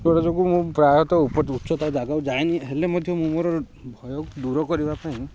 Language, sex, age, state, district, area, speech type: Odia, male, 30-45, Odisha, Ganjam, urban, spontaneous